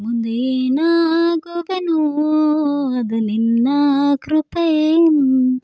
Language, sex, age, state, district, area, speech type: Kannada, female, 18-30, Karnataka, Bidar, rural, spontaneous